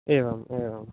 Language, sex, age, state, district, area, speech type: Sanskrit, male, 18-30, Telangana, Medak, urban, conversation